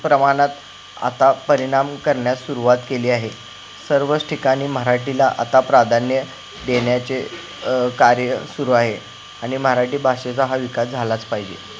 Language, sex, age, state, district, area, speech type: Marathi, male, 18-30, Maharashtra, Kolhapur, urban, spontaneous